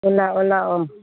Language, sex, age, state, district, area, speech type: Manipuri, female, 60+, Manipur, Churachandpur, urban, conversation